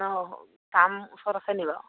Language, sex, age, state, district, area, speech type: Assamese, female, 30-45, Assam, Sivasagar, rural, conversation